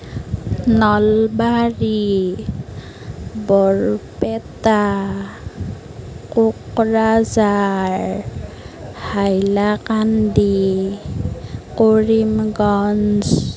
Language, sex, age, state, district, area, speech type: Assamese, female, 18-30, Assam, Nalbari, rural, spontaneous